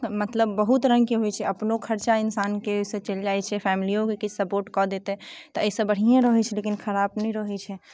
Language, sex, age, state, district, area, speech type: Maithili, female, 18-30, Bihar, Muzaffarpur, urban, spontaneous